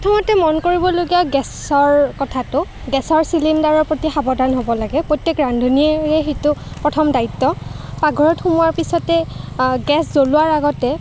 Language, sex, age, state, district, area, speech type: Assamese, female, 30-45, Assam, Kamrup Metropolitan, urban, spontaneous